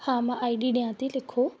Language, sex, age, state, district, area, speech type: Sindhi, female, 18-30, Rajasthan, Ajmer, urban, spontaneous